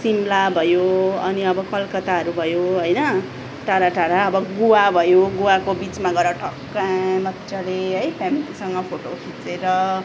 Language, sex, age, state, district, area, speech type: Nepali, female, 30-45, West Bengal, Darjeeling, rural, spontaneous